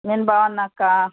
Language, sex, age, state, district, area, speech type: Telugu, female, 45-60, Telangana, Ranga Reddy, rural, conversation